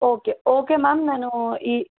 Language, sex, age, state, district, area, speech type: Telugu, female, 30-45, Andhra Pradesh, N T Rama Rao, urban, conversation